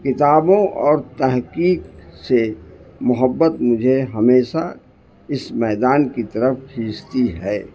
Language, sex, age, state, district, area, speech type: Urdu, male, 60+, Bihar, Gaya, urban, spontaneous